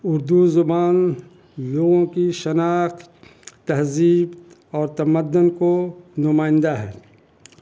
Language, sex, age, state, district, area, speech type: Urdu, male, 60+, Bihar, Gaya, rural, spontaneous